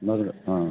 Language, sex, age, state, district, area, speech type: Bodo, male, 30-45, Assam, Baksa, rural, conversation